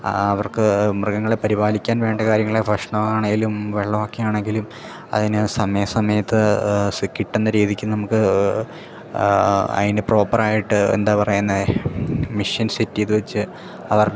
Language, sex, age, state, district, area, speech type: Malayalam, male, 18-30, Kerala, Idukki, rural, spontaneous